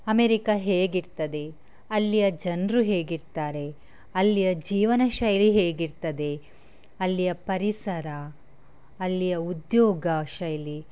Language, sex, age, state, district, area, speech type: Kannada, female, 30-45, Karnataka, Chitradurga, rural, spontaneous